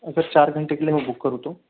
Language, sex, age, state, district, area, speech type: Hindi, male, 45-60, Madhya Pradesh, Bhopal, urban, conversation